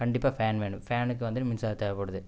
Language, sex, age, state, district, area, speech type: Tamil, male, 18-30, Tamil Nadu, Coimbatore, rural, spontaneous